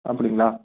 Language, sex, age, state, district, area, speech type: Tamil, male, 30-45, Tamil Nadu, Salem, urban, conversation